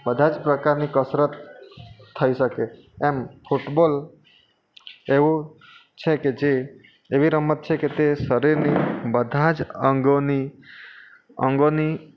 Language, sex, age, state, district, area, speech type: Gujarati, male, 30-45, Gujarat, Surat, urban, spontaneous